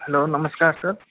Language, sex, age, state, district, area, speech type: Hindi, male, 30-45, Rajasthan, Karauli, rural, conversation